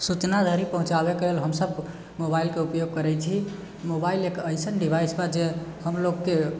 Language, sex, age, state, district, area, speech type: Maithili, male, 18-30, Bihar, Sitamarhi, urban, spontaneous